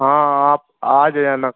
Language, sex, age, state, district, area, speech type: Hindi, male, 18-30, Madhya Pradesh, Harda, urban, conversation